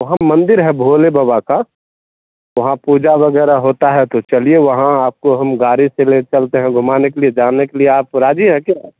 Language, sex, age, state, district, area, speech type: Hindi, male, 45-60, Bihar, Madhepura, rural, conversation